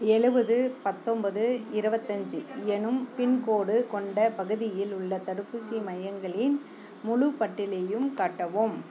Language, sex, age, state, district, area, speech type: Tamil, female, 45-60, Tamil Nadu, Dharmapuri, rural, read